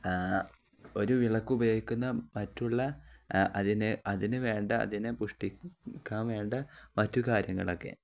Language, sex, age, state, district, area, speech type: Malayalam, male, 18-30, Kerala, Kozhikode, rural, spontaneous